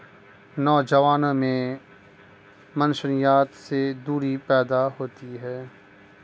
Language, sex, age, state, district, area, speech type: Urdu, male, 30-45, Bihar, Madhubani, rural, spontaneous